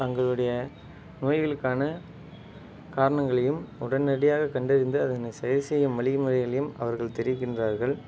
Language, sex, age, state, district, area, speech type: Tamil, male, 30-45, Tamil Nadu, Ariyalur, rural, spontaneous